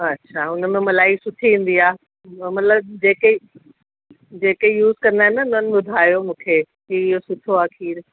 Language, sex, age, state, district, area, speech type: Sindhi, female, 45-60, Delhi, South Delhi, urban, conversation